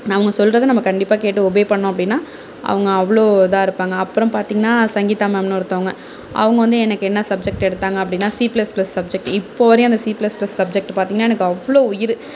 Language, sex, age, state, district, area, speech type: Tamil, female, 30-45, Tamil Nadu, Tiruvarur, urban, spontaneous